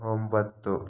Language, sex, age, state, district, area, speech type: Kannada, male, 45-60, Karnataka, Chikkaballapur, rural, read